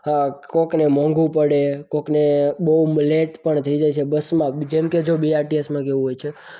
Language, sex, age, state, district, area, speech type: Gujarati, male, 18-30, Gujarat, Surat, rural, spontaneous